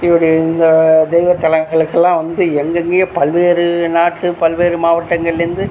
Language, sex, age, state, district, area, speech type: Tamil, male, 45-60, Tamil Nadu, Tiruchirappalli, rural, spontaneous